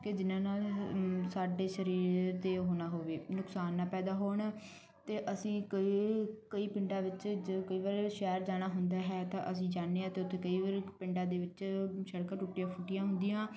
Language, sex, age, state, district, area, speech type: Punjabi, female, 18-30, Punjab, Bathinda, rural, spontaneous